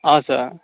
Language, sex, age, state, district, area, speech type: Nepali, male, 18-30, West Bengal, Kalimpong, urban, conversation